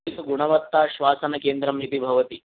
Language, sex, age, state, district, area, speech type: Sanskrit, male, 30-45, Telangana, Hyderabad, urban, conversation